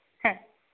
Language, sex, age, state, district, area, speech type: Kannada, female, 18-30, Karnataka, Gulbarga, urban, conversation